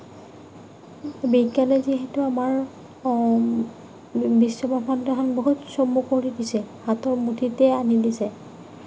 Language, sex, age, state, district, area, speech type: Assamese, female, 45-60, Assam, Nagaon, rural, spontaneous